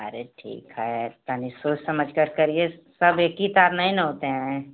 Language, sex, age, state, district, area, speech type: Hindi, female, 60+, Uttar Pradesh, Mau, urban, conversation